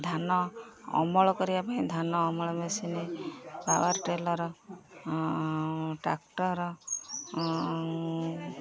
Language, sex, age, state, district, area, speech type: Odia, female, 30-45, Odisha, Jagatsinghpur, rural, spontaneous